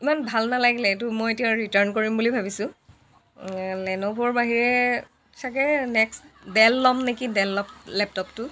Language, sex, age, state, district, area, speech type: Assamese, female, 60+, Assam, Dhemaji, rural, spontaneous